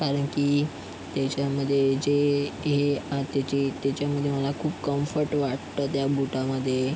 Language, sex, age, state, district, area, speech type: Marathi, male, 45-60, Maharashtra, Yavatmal, urban, spontaneous